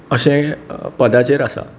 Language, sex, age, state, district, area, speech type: Goan Konkani, male, 45-60, Goa, Bardez, urban, spontaneous